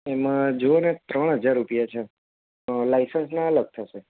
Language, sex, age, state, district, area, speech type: Gujarati, male, 30-45, Gujarat, Anand, urban, conversation